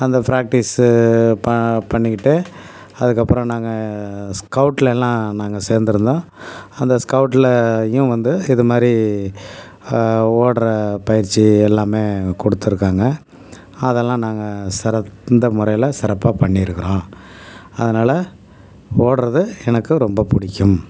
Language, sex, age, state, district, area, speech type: Tamil, male, 60+, Tamil Nadu, Tiruchirappalli, rural, spontaneous